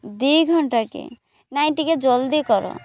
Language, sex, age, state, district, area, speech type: Odia, female, 30-45, Odisha, Malkangiri, urban, spontaneous